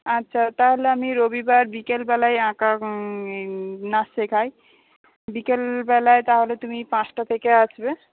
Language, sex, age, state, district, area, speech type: Bengali, female, 18-30, West Bengal, Paschim Medinipur, rural, conversation